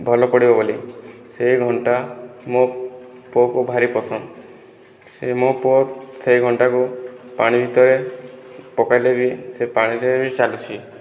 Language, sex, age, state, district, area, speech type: Odia, male, 30-45, Odisha, Boudh, rural, spontaneous